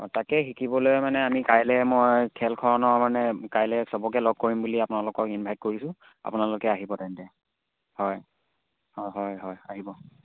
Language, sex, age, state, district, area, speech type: Assamese, male, 18-30, Assam, Charaideo, rural, conversation